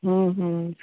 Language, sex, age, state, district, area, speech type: Maithili, male, 18-30, Bihar, Samastipur, rural, conversation